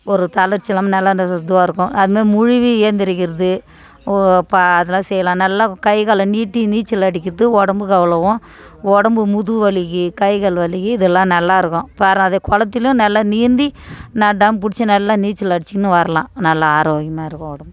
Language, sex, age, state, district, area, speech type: Tamil, female, 45-60, Tamil Nadu, Tiruvannamalai, rural, spontaneous